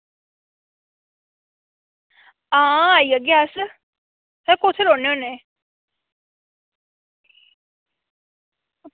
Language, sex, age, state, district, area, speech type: Dogri, female, 18-30, Jammu and Kashmir, Samba, rural, conversation